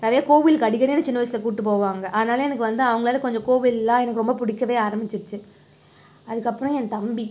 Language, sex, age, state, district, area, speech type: Tamil, female, 30-45, Tamil Nadu, Cuddalore, urban, spontaneous